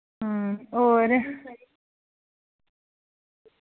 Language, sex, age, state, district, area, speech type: Dogri, female, 45-60, Jammu and Kashmir, Udhampur, rural, conversation